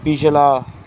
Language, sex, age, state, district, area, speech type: Punjabi, male, 18-30, Punjab, Mansa, urban, read